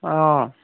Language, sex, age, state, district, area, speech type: Assamese, male, 30-45, Assam, Tinsukia, urban, conversation